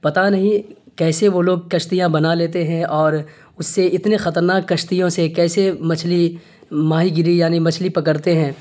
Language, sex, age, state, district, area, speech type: Urdu, male, 30-45, Bihar, Darbhanga, rural, spontaneous